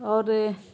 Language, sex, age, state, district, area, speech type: Urdu, female, 30-45, Bihar, Khagaria, rural, spontaneous